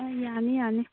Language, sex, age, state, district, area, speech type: Manipuri, female, 18-30, Manipur, Churachandpur, urban, conversation